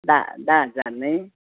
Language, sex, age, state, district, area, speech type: Goan Konkani, female, 60+, Goa, Bardez, urban, conversation